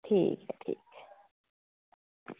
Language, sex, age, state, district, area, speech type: Dogri, female, 18-30, Jammu and Kashmir, Udhampur, rural, conversation